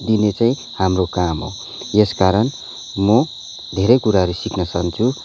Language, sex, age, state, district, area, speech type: Nepali, male, 30-45, West Bengal, Kalimpong, rural, spontaneous